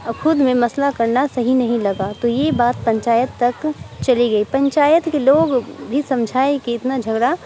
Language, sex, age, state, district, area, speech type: Urdu, female, 30-45, Bihar, Supaul, rural, spontaneous